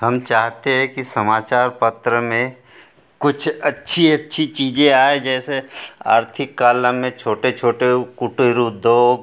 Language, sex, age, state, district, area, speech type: Hindi, male, 60+, Madhya Pradesh, Betul, rural, spontaneous